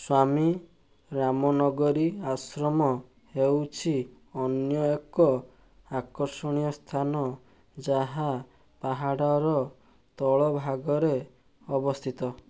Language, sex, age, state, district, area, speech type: Odia, male, 18-30, Odisha, Balasore, rural, read